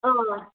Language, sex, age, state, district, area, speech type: Kannada, female, 45-60, Karnataka, Tumkur, rural, conversation